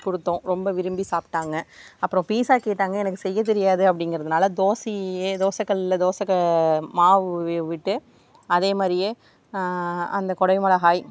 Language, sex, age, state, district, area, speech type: Tamil, female, 60+, Tamil Nadu, Mayiladuthurai, rural, spontaneous